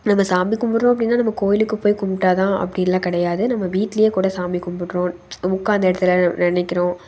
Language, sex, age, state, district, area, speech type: Tamil, female, 18-30, Tamil Nadu, Tiruppur, rural, spontaneous